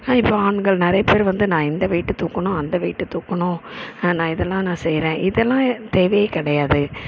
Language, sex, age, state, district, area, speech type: Tamil, female, 30-45, Tamil Nadu, Chennai, urban, spontaneous